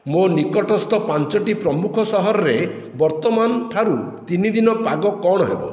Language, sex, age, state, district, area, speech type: Odia, male, 60+, Odisha, Khordha, rural, read